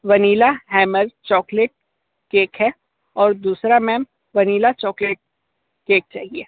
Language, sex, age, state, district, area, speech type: Hindi, male, 18-30, Uttar Pradesh, Sonbhadra, rural, conversation